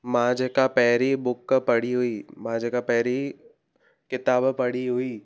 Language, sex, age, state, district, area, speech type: Sindhi, male, 18-30, Gujarat, Surat, urban, spontaneous